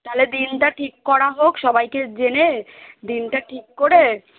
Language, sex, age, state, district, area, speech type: Bengali, female, 30-45, West Bengal, Kolkata, urban, conversation